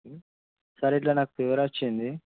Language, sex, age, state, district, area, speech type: Telugu, male, 30-45, Telangana, Mancherial, rural, conversation